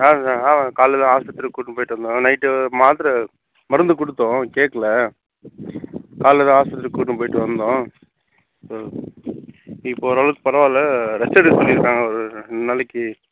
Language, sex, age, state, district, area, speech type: Tamil, male, 60+, Tamil Nadu, Mayiladuthurai, rural, conversation